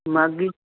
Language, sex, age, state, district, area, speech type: Punjabi, female, 60+, Punjab, Muktsar, urban, conversation